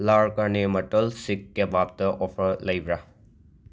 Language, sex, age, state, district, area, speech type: Manipuri, male, 30-45, Manipur, Imphal West, urban, read